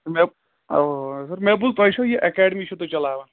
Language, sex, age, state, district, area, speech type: Kashmiri, male, 18-30, Jammu and Kashmir, Kulgam, rural, conversation